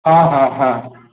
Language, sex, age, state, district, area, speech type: Odia, male, 45-60, Odisha, Nuapada, urban, conversation